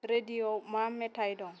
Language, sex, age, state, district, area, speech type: Bodo, female, 18-30, Assam, Kokrajhar, rural, read